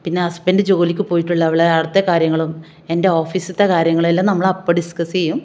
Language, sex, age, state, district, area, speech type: Malayalam, female, 30-45, Kerala, Kasaragod, rural, spontaneous